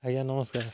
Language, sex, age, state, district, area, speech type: Odia, male, 18-30, Odisha, Jagatsinghpur, rural, spontaneous